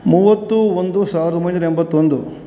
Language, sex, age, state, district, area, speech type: Kannada, male, 45-60, Karnataka, Kolar, rural, spontaneous